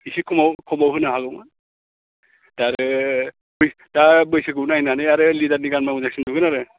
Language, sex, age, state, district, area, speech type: Bodo, male, 45-60, Assam, Baksa, rural, conversation